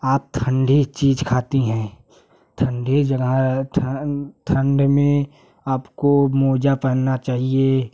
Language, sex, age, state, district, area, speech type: Hindi, male, 18-30, Uttar Pradesh, Jaunpur, rural, spontaneous